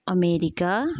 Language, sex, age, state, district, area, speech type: Nepali, female, 18-30, West Bengal, Kalimpong, rural, spontaneous